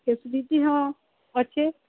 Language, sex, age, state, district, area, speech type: Odia, female, 18-30, Odisha, Subarnapur, urban, conversation